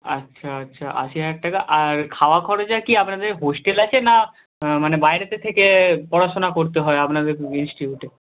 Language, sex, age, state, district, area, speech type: Bengali, male, 45-60, West Bengal, Nadia, rural, conversation